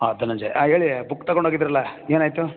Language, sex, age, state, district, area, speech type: Kannada, male, 30-45, Karnataka, Bellary, rural, conversation